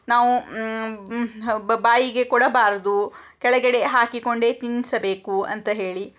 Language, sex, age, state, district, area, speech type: Kannada, female, 60+, Karnataka, Shimoga, rural, spontaneous